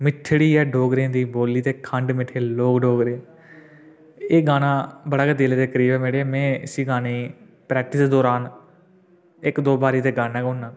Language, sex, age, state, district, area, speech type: Dogri, male, 18-30, Jammu and Kashmir, Udhampur, urban, spontaneous